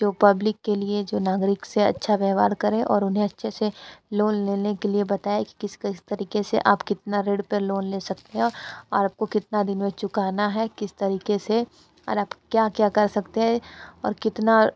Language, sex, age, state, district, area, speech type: Hindi, female, 18-30, Uttar Pradesh, Sonbhadra, rural, spontaneous